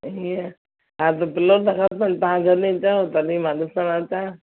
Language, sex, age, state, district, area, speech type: Sindhi, female, 45-60, Gujarat, Junagadh, rural, conversation